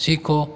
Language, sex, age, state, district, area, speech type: Hindi, male, 18-30, Rajasthan, Jodhpur, urban, read